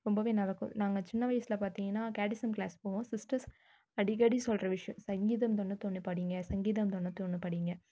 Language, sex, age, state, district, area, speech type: Tamil, female, 30-45, Tamil Nadu, Viluppuram, rural, spontaneous